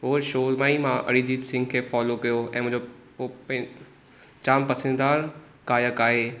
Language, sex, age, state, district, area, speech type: Sindhi, male, 18-30, Maharashtra, Thane, rural, spontaneous